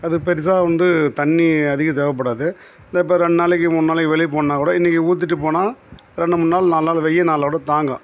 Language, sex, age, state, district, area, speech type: Tamil, male, 60+, Tamil Nadu, Tiruvannamalai, rural, spontaneous